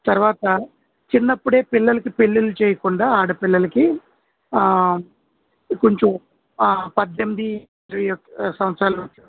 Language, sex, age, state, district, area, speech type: Telugu, male, 45-60, Andhra Pradesh, Kurnool, urban, conversation